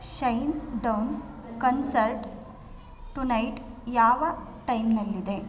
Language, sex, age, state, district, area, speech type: Kannada, female, 30-45, Karnataka, Mandya, rural, read